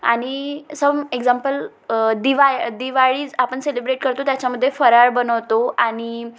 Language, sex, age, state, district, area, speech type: Marathi, female, 18-30, Maharashtra, Wardha, rural, spontaneous